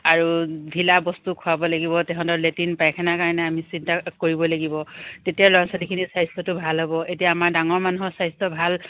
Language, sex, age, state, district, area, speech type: Assamese, female, 45-60, Assam, Dibrugarh, rural, conversation